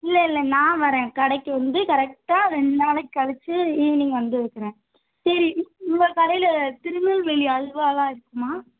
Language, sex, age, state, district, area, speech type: Tamil, female, 18-30, Tamil Nadu, Madurai, urban, conversation